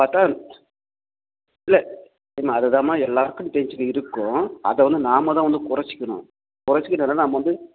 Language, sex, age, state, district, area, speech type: Tamil, male, 30-45, Tamil Nadu, Krishnagiri, rural, conversation